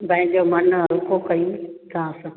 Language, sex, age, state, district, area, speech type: Sindhi, female, 30-45, Gujarat, Junagadh, rural, conversation